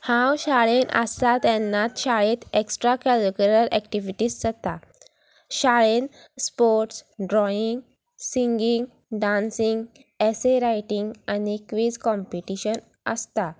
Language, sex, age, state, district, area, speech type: Goan Konkani, female, 18-30, Goa, Sanguem, rural, spontaneous